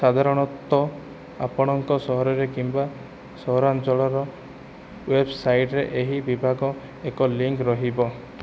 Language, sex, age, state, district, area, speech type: Odia, male, 45-60, Odisha, Kandhamal, rural, read